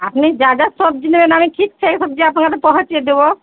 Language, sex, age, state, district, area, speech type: Bengali, female, 30-45, West Bengal, Murshidabad, rural, conversation